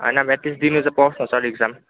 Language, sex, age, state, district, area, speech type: Nepali, male, 18-30, West Bengal, Kalimpong, rural, conversation